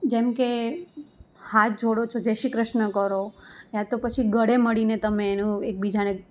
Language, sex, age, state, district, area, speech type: Gujarati, female, 30-45, Gujarat, Rajkot, rural, spontaneous